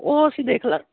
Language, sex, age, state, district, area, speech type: Punjabi, male, 18-30, Punjab, Muktsar, urban, conversation